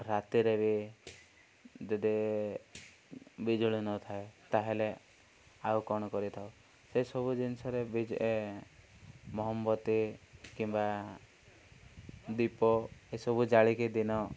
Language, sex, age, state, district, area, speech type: Odia, male, 18-30, Odisha, Koraput, urban, spontaneous